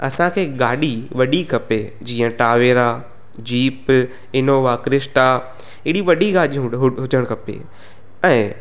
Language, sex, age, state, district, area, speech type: Sindhi, male, 18-30, Gujarat, Surat, urban, spontaneous